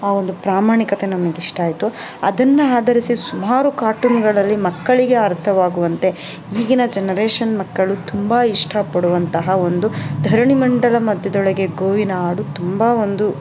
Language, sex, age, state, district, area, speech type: Kannada, female, 60+, Karnataka, Kolar, rural, spontaneous